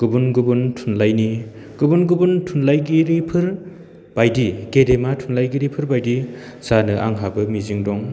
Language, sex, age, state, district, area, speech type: Bodo, male, 30-45, Assam, Baksa, urban, spontaneous